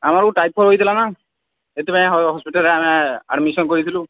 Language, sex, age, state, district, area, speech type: Odia, male, 18-30, Odisha, Sambalpur, rural, conversation